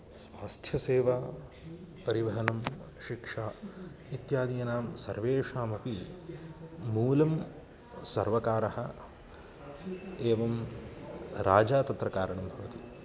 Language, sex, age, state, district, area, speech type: Sanskrit, male, 30-45, Karnataka, Bangalore Urban, urban, spontaneous